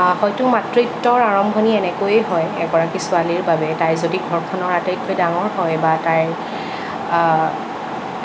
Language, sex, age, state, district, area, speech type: Assamese, female, 18-30, Assam, Nagaon, rural, spontaneous